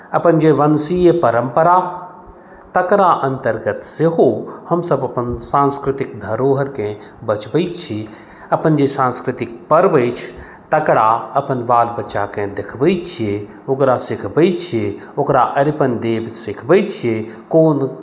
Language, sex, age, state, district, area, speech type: Maithili, male, 45-60, Bihar, Madhubani, rural, spontaneous